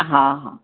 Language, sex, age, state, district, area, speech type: Sindhi, female, 45-60, Gujarat, Surat, urban, conversation